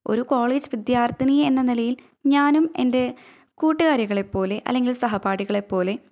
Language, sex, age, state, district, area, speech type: Malayalam, female, 18-30, Kerala, Thrissur, rural, spontaneous